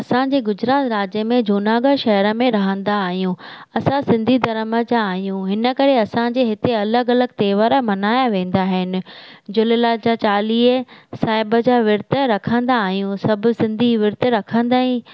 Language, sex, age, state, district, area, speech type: Sindhi, female, 30-45, Gujarat, Junagadh, rural, spontaneous